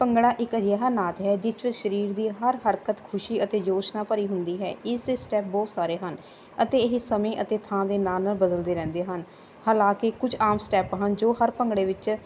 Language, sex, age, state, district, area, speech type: Punjabi, female, 45-60, Punjab, Barnala, rural, spontaneous